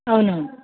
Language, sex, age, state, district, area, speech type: Telugu, female, 60+, Andhra Pradesh, Sri Balaji, urban, conversation